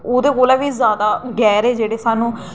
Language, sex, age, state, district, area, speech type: Dogri, female, 18-30, Jammu and Kashmir, Jammu, rural, spontaneous